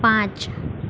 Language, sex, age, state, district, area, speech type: Gujarati, female, 18-30, Gujarat, Ahmedabad, urban, read